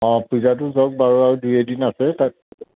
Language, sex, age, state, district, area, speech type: Assamese, male, 60+, Assam, Majuli, rural, conversation